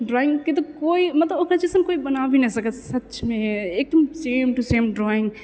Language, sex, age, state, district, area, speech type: Maithili, female, 18-30, Bihar, Purnia, rural, spontaneous